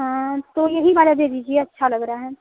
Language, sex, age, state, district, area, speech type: Hindi, female, 18-30, Uttar Pradesh, Prayagraj, rural, conversation